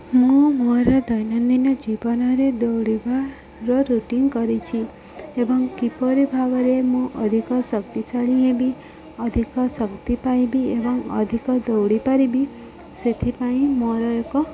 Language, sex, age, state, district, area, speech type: Odia, female, 30-45, Odisha, Subarnapur, urban, spontaneous